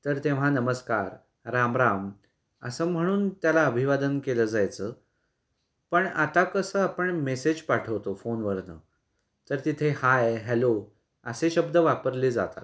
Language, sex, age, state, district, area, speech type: Marathi, male, 18-30, Maharashtra, Kolhapur, urban, spontaneous